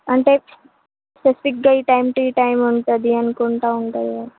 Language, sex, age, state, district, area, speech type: Telugu, female, 18-30, Telangana, Komaram Bheem, urban, conversation